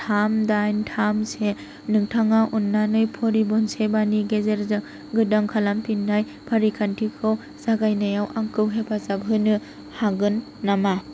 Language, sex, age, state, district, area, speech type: Bodo, female, 18-30, Assam, Kokrajhar, rural, read